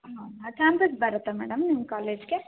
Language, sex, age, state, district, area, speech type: Kannada, female, 18-30, Karnataka, Shimoga, rural, conversation